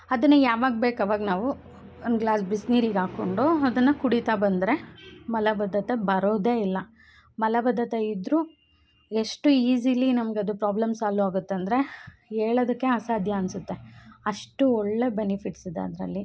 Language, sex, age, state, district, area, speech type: Kannada, female, 18-30, Karnataka, Chikkamagaluru, rural, spontaneous